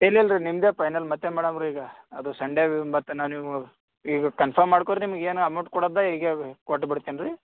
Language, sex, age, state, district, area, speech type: Kannada, male, 18-30, Karnataka, Gulbarga, urban, conversation